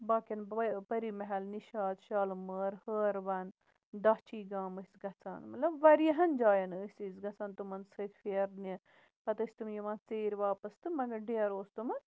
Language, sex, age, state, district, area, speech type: Kashmiri, female, 30-45, Jammu and Kashmir, Bandipora, rural, spontaneous